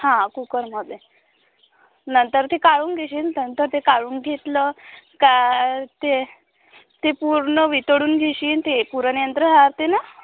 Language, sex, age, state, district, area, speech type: Marathi, female, 18-30, Maharashtra, Amravati, rural, conversation